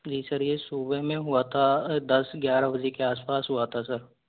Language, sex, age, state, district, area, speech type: Hindi, male, 30-45, Rajasthan, Karauli, rural, conversation